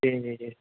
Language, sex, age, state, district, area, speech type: Urdu, male, 18-30, Uttar Pradesh, Saharanpur, urban, conversation